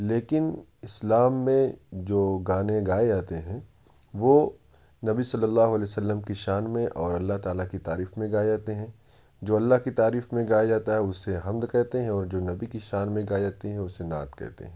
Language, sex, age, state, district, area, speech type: Urdu, male, 18-30, Uttar Pradesh, Ghaziabad, urban, spontaneous